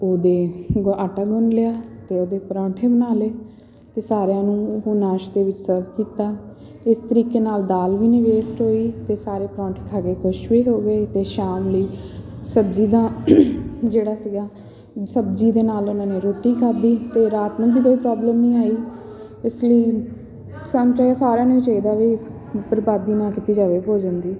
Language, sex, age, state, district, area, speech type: Punjabi, female, 18-30, Punjab, Patiala, rural, spontaneous